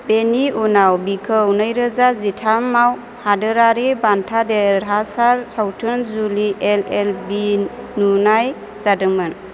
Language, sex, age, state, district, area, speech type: Bodo, female, 18-30, Assam, Chirang, urban, read